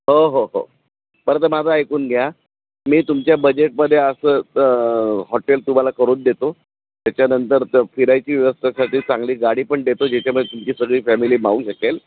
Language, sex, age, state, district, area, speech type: Marathi, male, 60+, Maharashtra, Nashik, urban, conversation